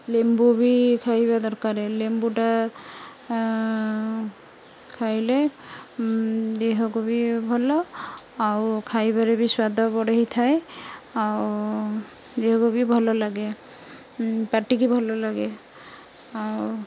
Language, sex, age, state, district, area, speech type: Odia, female, 30-45, Odisha, Jagatsinghpur, rural, spontaneous